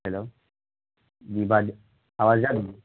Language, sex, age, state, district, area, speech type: Urdu, male, 18-30, Bihar, Purnia, rural, conversation